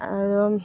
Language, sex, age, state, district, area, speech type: Assamese, female, 30-45, Assam, Barpeta, rural, spontaneous